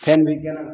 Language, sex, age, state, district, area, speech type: Maithili, male, 45-60, Bihar, Begusarai, rural, spontaneous